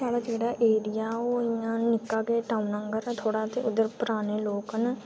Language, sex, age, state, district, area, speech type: Dogri, female, 18-30, Jammu and Kashmir, Jammu, rural, spontaneous